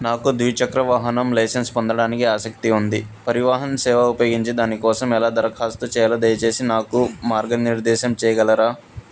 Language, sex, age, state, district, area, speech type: Telugu, male, 18-30, Andhra Pradesh, Krishna, urban, read